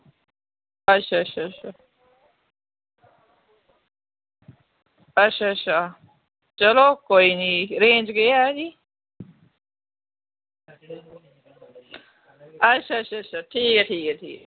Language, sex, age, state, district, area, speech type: Dogri, female, 18-30, Jammu and Kashmir, Jammu, rural, conversation